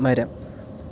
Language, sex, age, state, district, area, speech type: Malayalam, male, 18-30, Kerala, Palakkad, rural, read